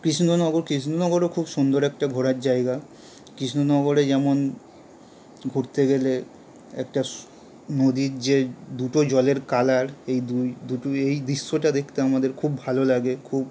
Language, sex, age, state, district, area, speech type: Bengali, male, 18-30, West Bengal, Howrah, urban, spontaneous